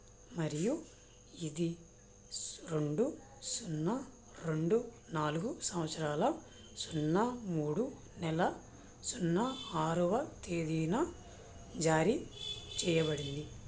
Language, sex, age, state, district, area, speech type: Telugu, male, 18-30, Andhra Pradesh, Krishna, rural, read